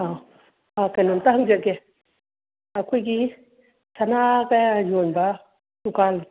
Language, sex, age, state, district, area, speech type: Manipuri, female, 60+, Manipur, Imphal East, rural, conversation